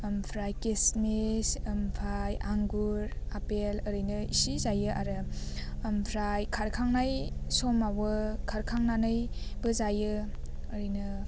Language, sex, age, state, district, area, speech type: Bodo, female, 18-30, Assam, Baksa, rural, spontaneous